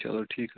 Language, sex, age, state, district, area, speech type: Kashmiri, male, 18-30, Jammu and Kashmir, Bandipora, rural, conversation